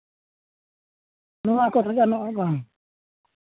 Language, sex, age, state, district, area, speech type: Santali, male, 45-60, Jharkhand, East Singhbhum, rural, conversation